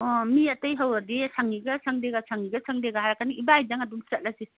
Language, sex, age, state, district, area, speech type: Manipuri, female, 60+, Manipur, Imphal East, urban, conversation